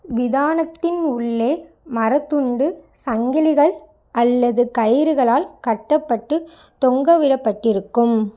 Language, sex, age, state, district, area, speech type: Tamil, female, 18-30, Tamil Nadu, Madurai, urban, read